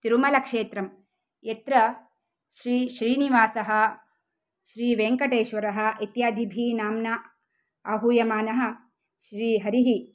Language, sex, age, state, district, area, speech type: Sanskrit, female, 30-45, Karnataka, Uttara Kannada, urban, spontaneous